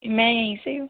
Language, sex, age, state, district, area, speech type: Hindi, female, 18-30, Rajasthan, Jaipur, urban, conversation